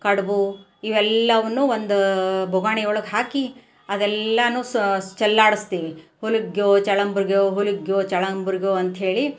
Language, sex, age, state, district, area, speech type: Kannada, female, 45-60, Karnataka, Koppal, rural, spontaneous